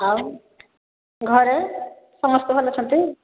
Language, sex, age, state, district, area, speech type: Odia, female, 45-60, Odisha, Angul, rural, conversation